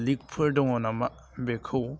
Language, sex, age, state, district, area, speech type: Bodo, male, 18-30, Assam, Udalguri, urban, spontaneous